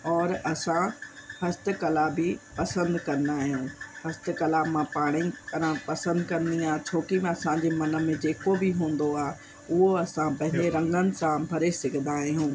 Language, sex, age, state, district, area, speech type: Sindhi, female, 45-60, Uttar Pradesh, Lucknow, rural, spontaneous